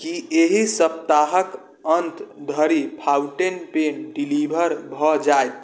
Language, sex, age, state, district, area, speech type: Maithili, male, 18-30, Bihar, Sitamarhi, urban, read